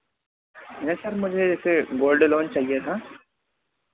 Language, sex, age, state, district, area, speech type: Hindi, male, 30-45, Madhya Pradesh, Harda, urban, conversation